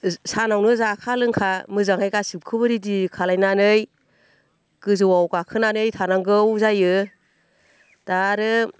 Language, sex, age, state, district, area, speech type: Bodo, female, 45-60, Assam, Baksa, rural, spontaneous